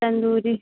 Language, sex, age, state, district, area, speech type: Hindi, female, 18-30, Uttar Pradesh, Pratapgarh, urban, conversation